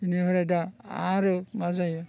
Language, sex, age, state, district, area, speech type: Bodo, male, 60+, Assam, Baksa, urban, spontaneous